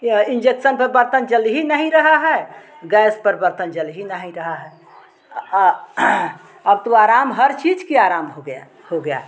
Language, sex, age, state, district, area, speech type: Hindi, female, 60+, Uttar Pradesh, Chandauli, rural, spontaneous